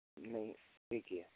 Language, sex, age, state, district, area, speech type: Hindi, male, 18-30, Rajasthan, Nagaur, rural, conversation